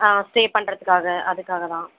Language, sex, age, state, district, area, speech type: Tamil, female, 18-30, Tamil Nadu, Krishnagiri, rural, conversation